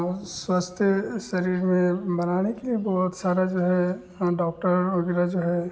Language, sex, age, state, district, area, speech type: Hindi, male, 18-30, Bihar, Madhepura, rural, spontaneous